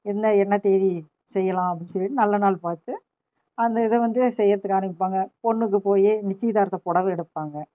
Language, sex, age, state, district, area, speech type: Tamil, female, 45-60, Tamil Nadu, Namakkal, rural, spontaneous